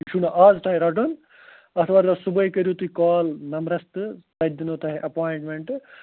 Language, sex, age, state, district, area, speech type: Kashmiri, male, 60+, Jammu and Kashmir, Ganderbal, rural, conversation